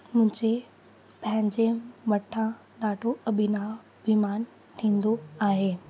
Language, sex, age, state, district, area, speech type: Sindhi, female, 18-30, Rajasthan, Ajmer, urban, spontaneous